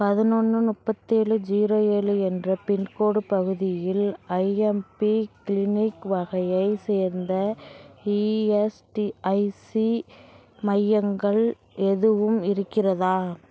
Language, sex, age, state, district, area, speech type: Tamil, female, 18-30, Tamil Nadu, Thanjavur, rural, read